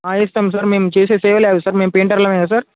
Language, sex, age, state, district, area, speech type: Telugu, male, 18-30, Telangana, Bhadradri Kothagudem, urban, conversation